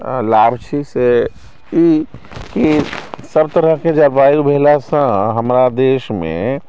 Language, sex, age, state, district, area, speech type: Maithili, male, 60+, Bihar, Sitamarhi, rural, spontaneous